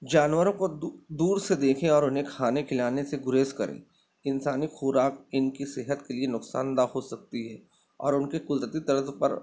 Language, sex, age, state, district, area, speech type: Urdu, male, 30-45, Maharashtra, Nashik, urban, spontaneous